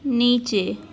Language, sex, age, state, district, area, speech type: Gujarati, female, 18-30, Gujarat, Anand, urban, read